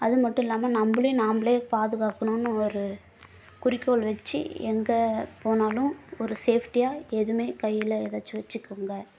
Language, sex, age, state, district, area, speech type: Tamil, female, 18-30, Tamil Nadu, Kallakurichi, rural, spontaneous